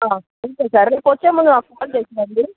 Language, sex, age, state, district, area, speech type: Telugu, female, 18-30, Andhra Pradesh, Chittoor, rural, conversation